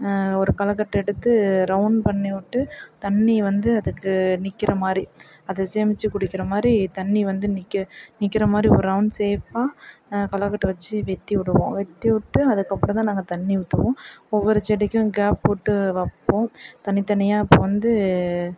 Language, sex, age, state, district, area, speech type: Tamil, female, 45-60, Tamil Nadu, Perambalur, rural, spontaneous